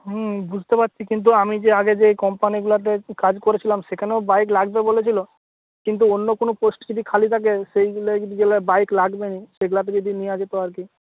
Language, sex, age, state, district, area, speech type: Bengali, male, 60+, West Bengal, Purba Medinipur, rural, conversation